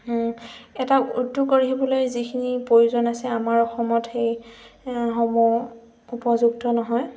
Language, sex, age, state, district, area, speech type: Assamese, female, 18-30, Assam, Dhemaji, urban, spontaneous